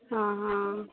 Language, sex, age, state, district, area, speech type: Odia, female, 18-30, Odisha, Ganjam, urban, conversation